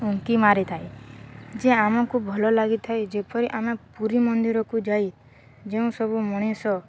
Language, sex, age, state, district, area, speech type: Odia, female, 18-30, Odisha, Balangir, urban, spontaneous